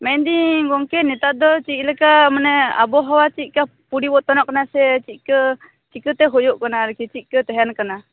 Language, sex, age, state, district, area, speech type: Santali, female, 18-30, West Bengal, Purba Bardhaman, rural, conversation